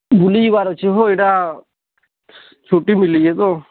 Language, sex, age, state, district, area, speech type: Odia, male, 18-30, Odisha, Bargarh, urban, conversation